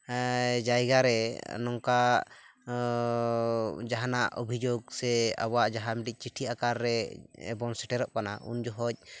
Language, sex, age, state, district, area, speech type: Santali, male, 18-30, West Bengal, Purulia, rural, spontaneous